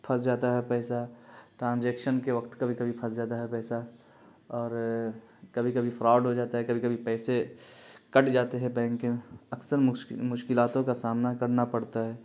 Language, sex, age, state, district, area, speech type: Urdu, male, 30-45, Bihar, Khagaria, rural, spontaneous